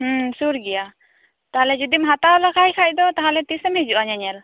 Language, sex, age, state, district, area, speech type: Santali, female, 18-30, West Bengal, Birbhum, rural, conversation